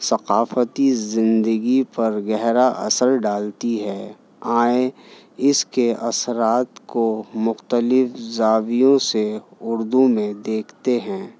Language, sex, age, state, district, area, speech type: Urdu, male, 30-45, Delhi, New Delhi, urban, spontaneous